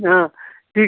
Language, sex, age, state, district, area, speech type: Hindi, male, 60+, Uttar Pradesh, Ghazipur, rural, conversation